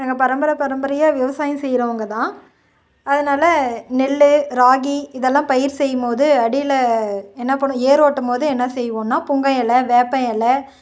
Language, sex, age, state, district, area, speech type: Tamil, female, 30-45, Tamil Nadu, Dharmapuri, rural, spontaneous